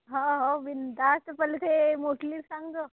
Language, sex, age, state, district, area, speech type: Marathi, female, 18-30, Maharashtra, Amravati, urban, conversation